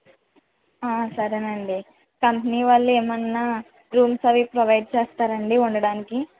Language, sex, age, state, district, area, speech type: Telugu, female, 30-45, Andhra Pradesh, West Godavari, rural, conversation